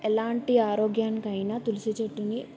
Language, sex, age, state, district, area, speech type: Telugu, female, 18-30, Telangana, Yadadri Bhuvanagiri, urban, spontaneous